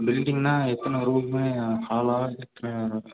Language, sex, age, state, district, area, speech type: Tamil, male, 18-30, Tamil Nadu, Thanjavur, rural, conversation